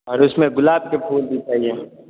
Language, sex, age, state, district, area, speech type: Hindi, male, 18-30, Rajasthan, Jodhpur, urban, conversation